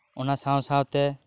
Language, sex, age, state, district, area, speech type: Santali, male, 18-30, West Bengal, Birbhum, rural, spontaneous